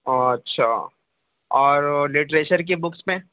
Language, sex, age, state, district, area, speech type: Urdu, male, 18-30, Delhi, North West Delhi, urban, conversation